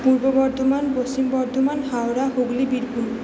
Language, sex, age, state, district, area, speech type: Bengali, female, 18-30, West Bengal, Purba Bardhaman, urban, spontaneous